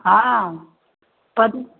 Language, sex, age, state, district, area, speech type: Maithili, female, 60+, Bihar, Darbhanga, urban, conversation